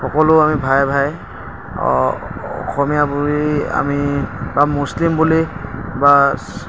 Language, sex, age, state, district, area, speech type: Assamese, male, 45-60, Assam, Lakhimpur, rural, spontaneous